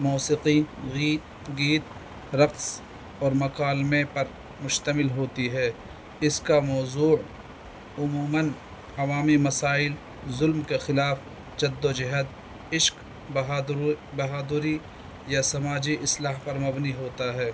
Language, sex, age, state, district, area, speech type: Urdu, male, 45-60, Delhi, North East Delhi, urban, spontaneous